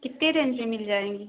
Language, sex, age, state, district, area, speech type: Hindi, female, 30-45, Uttar Pradesh, Prayagraj, rural, conversation